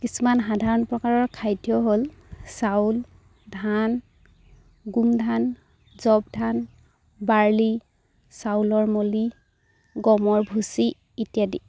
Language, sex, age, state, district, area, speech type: Assamese, female, 18-30, Assam, Charaideo, rural, spontaneous